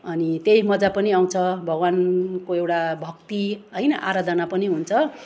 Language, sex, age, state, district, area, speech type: Nepali, female, 45-60, West Bengal, Darjeeling, rural, spontaneous